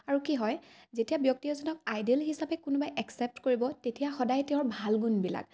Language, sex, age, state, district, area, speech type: Assamese, female, 18-30, Assam, Dibrugarh, rural, spontaneous